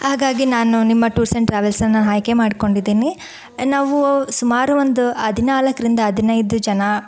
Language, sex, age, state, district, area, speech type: Kannada, female, 30-45, Karnataka, Bangalore Urban, rural, spontaneous